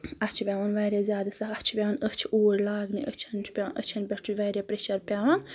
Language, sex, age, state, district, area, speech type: Kashmiri, female, 18-30, Jammu and Kashmir, Anantnag, rural, spontaneous